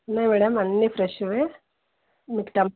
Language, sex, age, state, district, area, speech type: Telugu, female, 45-60, Andhra Pradesh, Anantapur, urban, conversation